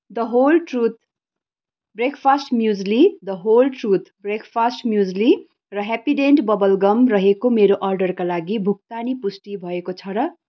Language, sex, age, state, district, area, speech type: Nepali, female, 30-45, West Bengal, Kalimpong, rural, read